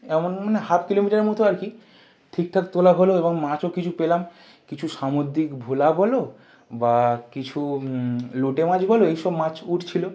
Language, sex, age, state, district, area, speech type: Bengali, male, 18-30, West Bengal, North 24 Parganas, urban, spontaneous